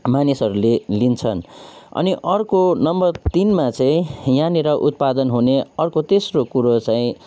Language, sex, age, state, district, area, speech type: Nepali, male, 30-45, West Bengal, Kalimpong, rural, spontaneous